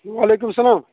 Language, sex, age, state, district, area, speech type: Kashmiri, male, 45-60, Jammu and Kashmir, Budgam, rural, conversation